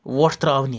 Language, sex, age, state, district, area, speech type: Kashmiri, male, 30-45, Jammu and Kashmir, Srinagar, urban, read